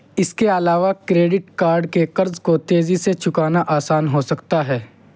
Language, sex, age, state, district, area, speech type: Urdu, male, 30-45, Uttar Pradesh, Muzaffarnagar, urban, read